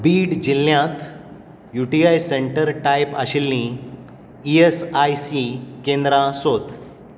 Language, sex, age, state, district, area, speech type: Goan Konkani, male, 45-60, Goa, Tiswadi, rural, read